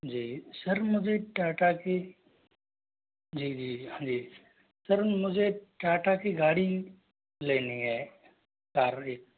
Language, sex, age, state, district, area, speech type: Hindi, male, 60+, Rajasthan, Jaipur, urban, conversation